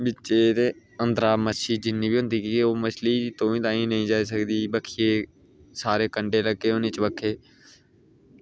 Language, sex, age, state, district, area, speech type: Dogri, male, 30-45, Jammu and Kashmir, Udhampur, rural, spontaneous